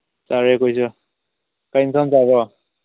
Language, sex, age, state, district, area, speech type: Manipuri, male, 18-30, Manipur, Senapati, rural, conversation